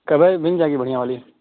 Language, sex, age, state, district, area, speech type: Urdu, male, 30-45, Bihar, Khagaria, rural, conversation